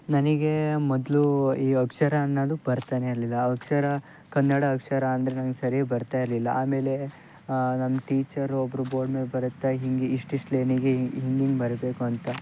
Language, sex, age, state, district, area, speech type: Kannada, male, 18-30, Karnataka, Shimoga, rural, spontaneous